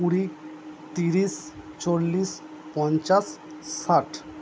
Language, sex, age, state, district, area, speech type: Bengali, male, 30-45, West Bengal, Purba Bardhaman, urban, spontaneous